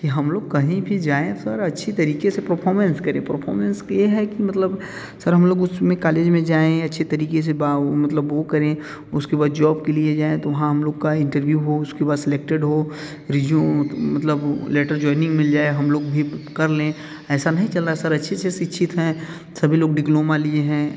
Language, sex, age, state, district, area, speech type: Hindi, male, 30-45, Uttar Pradesh, Bhadohi, urban, spontaneous